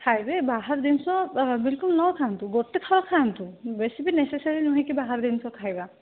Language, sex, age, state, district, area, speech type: Odia, female, 30-45, Odisha, Bhadrak, rural, conversation